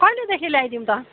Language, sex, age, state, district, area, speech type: Nepali, female, 60+, West Bengal, Kalimpong, rural, conversation